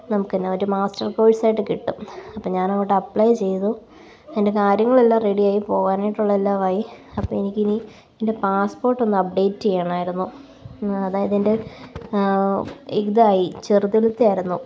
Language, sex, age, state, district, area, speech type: Malayalam, female, 18-30, Kerala, Kottayam, rural, spontaneous